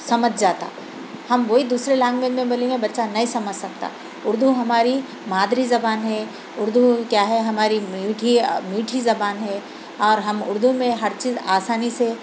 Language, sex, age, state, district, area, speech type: Urdu, female, 45-60, Telangana, Hyderabad, urban, spontaneous